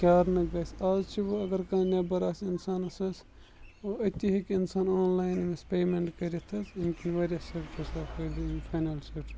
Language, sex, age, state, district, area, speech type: Kashmiri, male, 45-60, Jammu and Kashmir, Bandipora, rural, spontaneous